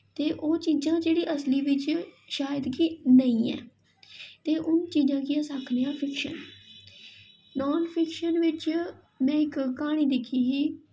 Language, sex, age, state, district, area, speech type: Dogri, female, 18-30, Jammu and Kashmir, Jammu, urban, spontaneous